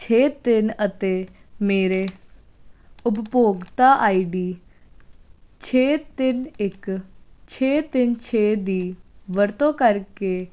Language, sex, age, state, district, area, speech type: Punjabi, female, 18-30, Punjab, Jalandhar, urban, read